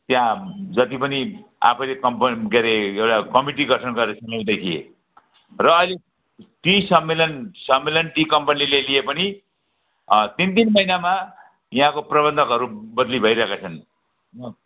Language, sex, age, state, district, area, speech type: Nepali, male, 60+, West Bengal, Jalpaiguri, rural, conversation